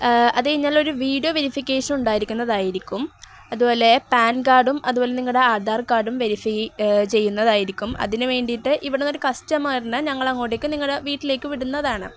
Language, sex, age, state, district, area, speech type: Malayalam, female, 18-30, Kerala, Kozhikode, rural, spontaneous